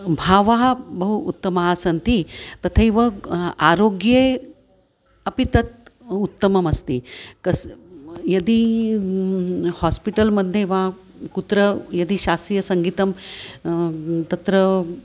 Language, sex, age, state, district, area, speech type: Sanskrit, female, 60+, Maharashtra, Nanded, urban, spontaneous